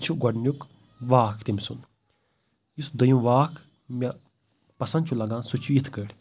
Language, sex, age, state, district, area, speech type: Kashmiri, male, 18-30, Jammu and Kashmir, Kulgam, rural, spontaneous